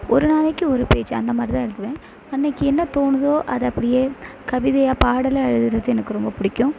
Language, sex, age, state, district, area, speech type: Tamil, female, 18-30, Tamil Nadu, Sivaganga, rural, spontaneous